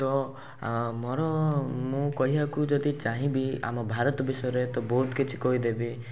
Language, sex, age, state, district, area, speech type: Odia, male, 18-30, Odisha, Rayagada, urban, spontaneous